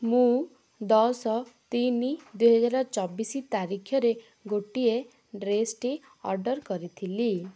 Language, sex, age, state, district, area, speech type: Odia, female, 18-30, Odisha, Ganjam, urban, spontaneous